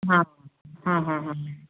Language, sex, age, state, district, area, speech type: Punjabi, female, 30-45, Punjab, Mansa, rural, conversation